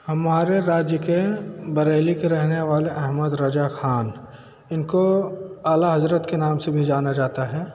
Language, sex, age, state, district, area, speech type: Hindi, male, 30-45, Uttar Pradesh, Bhadohi, urban, spontaneous